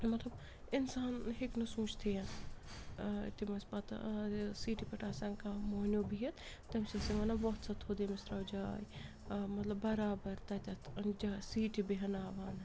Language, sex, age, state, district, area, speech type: Kashmiri, female, 45-60, Jammu and Kashmir, Srinagar, urban, spontaneous